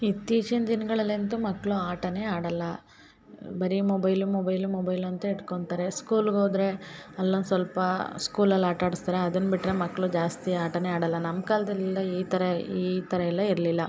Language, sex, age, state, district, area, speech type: Kannada, female, 18-30, Karnataka, Hassan, urban, spontaneous